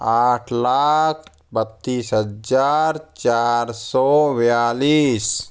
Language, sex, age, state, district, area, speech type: Hindi, male, 18-30, Rajasthan, Karauli, rural, spontaneous